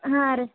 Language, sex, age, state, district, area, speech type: Kannada, female, 18-30, Karnataka, Gulbarga, urban, conversation